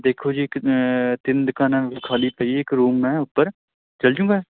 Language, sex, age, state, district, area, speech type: Punjabi, male, 18-30, Punjab, Kapurthala, rural, conversation